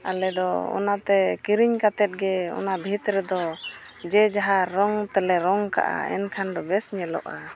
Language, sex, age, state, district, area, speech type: Santali, female, 30-45, Jharkhand, East Singhbhum, rural, spontaneous